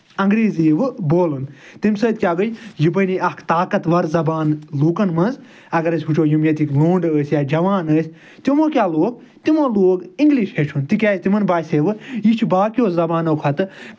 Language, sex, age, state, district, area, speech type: Kashmiri, male, 45-60, Jammu and Kashmir, Srinagar, rural, spontaneous